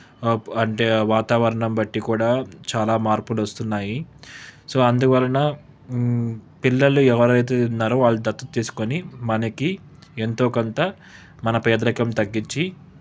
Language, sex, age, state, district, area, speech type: Telugu, male, 30-45, Andhra Pradesh, Krishna, urban, spontaneous